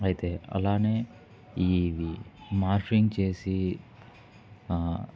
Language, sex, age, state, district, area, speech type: Telugu, male, 18-30, Andhra Pradesh, Kurnool, urban, spontaneous